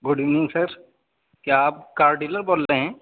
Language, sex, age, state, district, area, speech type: Urdu, male, 18-30, Uttar Pradesh, Saharanpur, urban, conversation